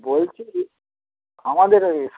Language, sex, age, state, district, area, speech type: Bengali, male, 18-30, West Bengal, Darjeeling, rural, conversation